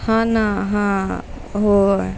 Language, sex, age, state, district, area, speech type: Marathi, female, 18-30, Maharashtra, Ratnagiri, rural, spontaneous